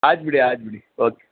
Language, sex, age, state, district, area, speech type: Kannada, male, 60+, Karnataka, Bellary, rural, conversation